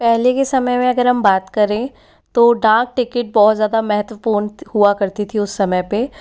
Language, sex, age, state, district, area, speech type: Hindi, male, 18-30, Rajasthan, Jaipur, urban, spontaneous